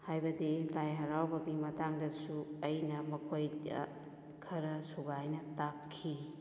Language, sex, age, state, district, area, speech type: Manipuri, female, 45-60, Manipur, Kakching, rural, spontaneous